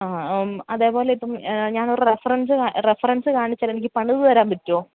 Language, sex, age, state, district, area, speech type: Malayalam, female, 30-45, Kerala, Idukki, rural, conversation